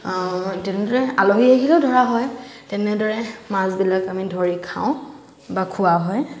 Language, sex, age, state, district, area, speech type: Assamese, female, 18-30, Assam, Tinsukia, rural, spontaneous